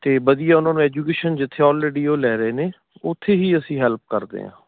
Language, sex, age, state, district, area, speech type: Punjabi, male, 30-45, Punjab, Ludhiana, rural, conversation